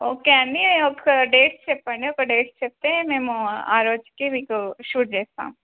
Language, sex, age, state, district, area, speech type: Telugu, female, 18-30, Telangana, Adilabad, rural, conversation